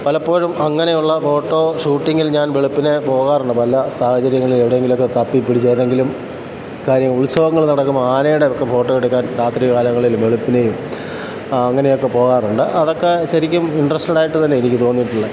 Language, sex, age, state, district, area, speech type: Malayalam, male, 45-60, Kerala, Kottayam, urban, spontaneous